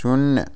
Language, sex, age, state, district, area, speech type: Hindi, male, 18-30, Rajasthan, Karauli, rural, read